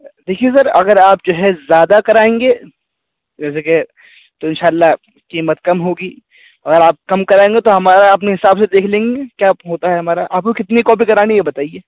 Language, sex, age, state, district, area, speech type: Urdu, male, 18-30, Uttar Pradesh, Muzaffarnagar, urban, conversation